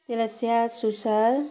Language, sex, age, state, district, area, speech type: Nepali, female, 45-60, West Bengal, Darjeeling, rural, spontaneous